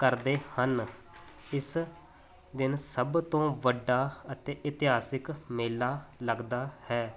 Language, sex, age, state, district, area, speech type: Punjabi, male, 30-45, Punjab, Muktsar, rural, spontaneous